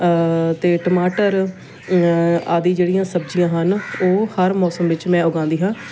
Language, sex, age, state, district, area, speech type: Punjabi, female, 30-45, Punjab, Shaheed Bhagat Singh Nagar, urban, spontaneous